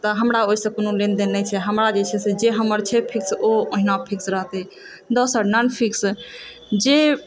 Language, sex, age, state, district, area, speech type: Maithili, female, 30-45, Bihar, Supaul, urban, spontaneous